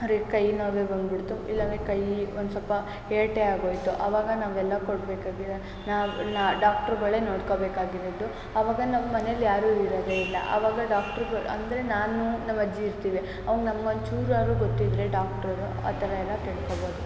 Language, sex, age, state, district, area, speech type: Kannada, female, 18-30, Karnataka, Mysore, urban, spontaneous